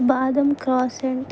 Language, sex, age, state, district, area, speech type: Telugu, female, 18-30, Telangana, Adilabad, urban, spontaneous